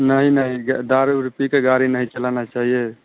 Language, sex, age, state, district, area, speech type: Hindi, male, 30-45, Bihar, Vaishali, urban, conversation